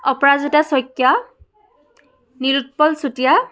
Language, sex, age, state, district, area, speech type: Assamese, female, 18-30, Assam, Charaideo, urban, spontaneous